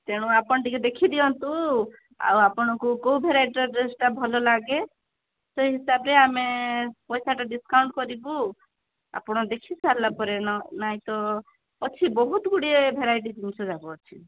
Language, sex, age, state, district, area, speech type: Odia, female, 45-60, Odisha, Rayagada, rural, conversation